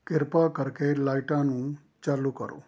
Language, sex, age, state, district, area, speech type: Punjabi, male, 60+, Punjab, Rupnagar, rural, read